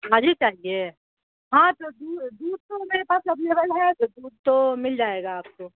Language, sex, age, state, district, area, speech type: Urdu, female, 45-60, Bihar, Khagaria, rural, conversation